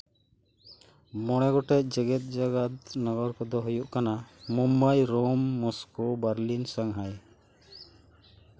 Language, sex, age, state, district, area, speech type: Santali, male, 45-60, West Bengal, Birbhum, rural, spontaneous